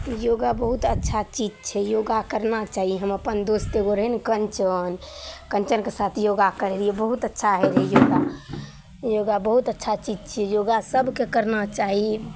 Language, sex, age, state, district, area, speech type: Maithili, female, 18-30, Bihar, Araria, urban, spontaneous